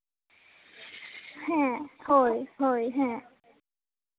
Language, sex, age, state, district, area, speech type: Santali, female, 18-30, West Bengal, Bankura, rural, conversation